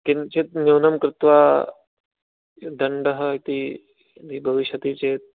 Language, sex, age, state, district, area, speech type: Sanskrit, male, 18-30, Rajasthan, Jaipur, urban, conversation